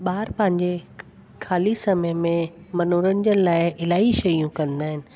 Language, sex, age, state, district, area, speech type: Sindhi, female, 45-60, Delhi, South Delhi, urban, spontaneous